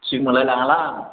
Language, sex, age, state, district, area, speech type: Bodo, male, 18-30, Assam, Kokrajhar, rural, conversation